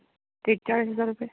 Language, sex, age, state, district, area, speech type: Marathi, female, 18-30, Maharashtra, Amravati, urban, conversation